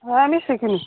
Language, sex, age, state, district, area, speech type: Odia, female, 45-60, Odisha, Angul, rural, conversation